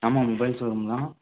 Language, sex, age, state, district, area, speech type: Tamil, male, 18-30, Tamil Nadu, Namakkal, rural, conversation